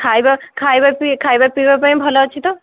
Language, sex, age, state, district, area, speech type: Odia, female, 18-30, Odisha, Ganjam, urban, conversation